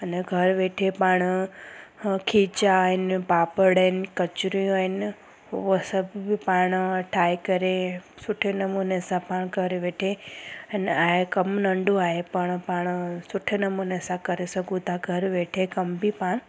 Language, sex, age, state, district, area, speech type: Sindhi, female, 30-45, Gujarat, Surat, urban, spontaneous